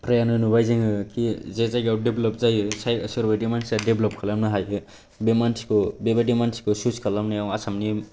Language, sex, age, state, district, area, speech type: Bodo, male, 18-30, Assam, Kokrajhar, urban, spontaneous